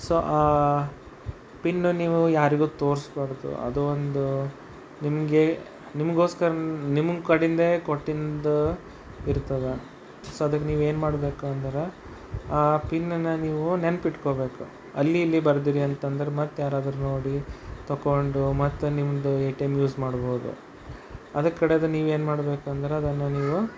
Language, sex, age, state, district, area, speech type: Kannada, male, 30-45, Karnataka, Bidar, urban, spontaneous